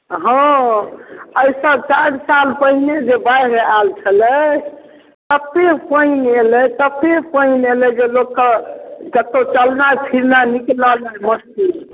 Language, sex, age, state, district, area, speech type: Maithili, female, 60+, Bihar, Darbhanga, urban, conversation